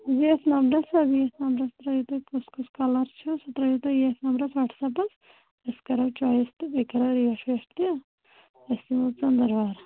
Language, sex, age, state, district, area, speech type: Kashmiri, female, 30-45, Jammu and Kashmir, Kulgam, rural, conversation